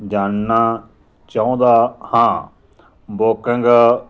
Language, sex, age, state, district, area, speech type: Punjabi, male, 45-60, Punjab, Moga, rural, read